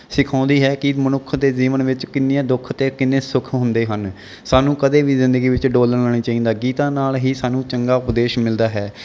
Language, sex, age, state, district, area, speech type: Punjabi, male, 30-45, Punjab, Bathinda, urban, spontaneous